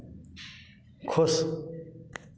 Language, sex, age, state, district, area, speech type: Hindi, male, 60+, Madhya Pradesh, Gwalior, rural, read